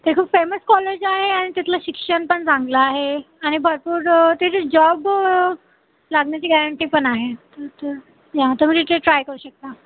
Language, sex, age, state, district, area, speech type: Marathi, female, 18-30, Maharashtra, Wardha, rural, conversation